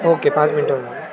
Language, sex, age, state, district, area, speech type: Marathi, male, 18-30, Maharashtra, Sindhudurg, rural, spontaneous